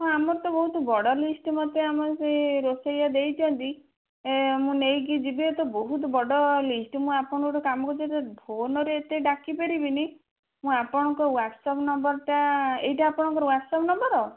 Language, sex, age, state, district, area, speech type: Odia, female, 18-30, Odisha, Bhadrak, rural, conversation